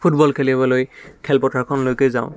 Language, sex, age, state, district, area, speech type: Assamese, male, 18-30, Assam, Dibrugarh, urban, spontaneous